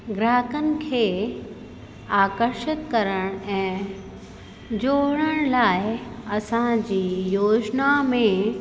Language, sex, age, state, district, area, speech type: Sindhi, female, 30-45, Uttar Pradesh, Lucknow, urban, read